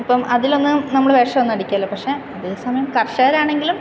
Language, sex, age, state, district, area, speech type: Malayalam, female, 18-30, Kerala, Kottayam, rural, spontaneous